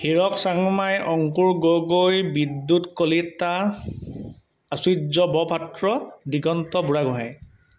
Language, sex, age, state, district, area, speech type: Assamese, male, 18-30, Assam, Sivasagar, rural, spontaneous